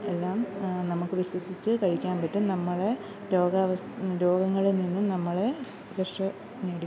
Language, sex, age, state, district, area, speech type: Malayalam, female, 30-45, Kerala, Alappuzha, rural, spontaneous